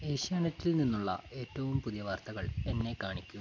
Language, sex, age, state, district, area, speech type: Malayalam, male, 18-30, Kerala, Wayanad, rural, read